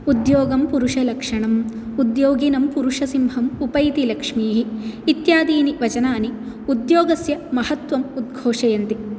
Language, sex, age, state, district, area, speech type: Sanskrit, female, 18-30, Kerala, Palakkad, rural, spontaneous